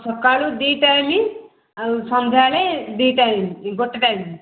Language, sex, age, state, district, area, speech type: Odia, female, 45-60, Odisha, Gajapati, rural, conversation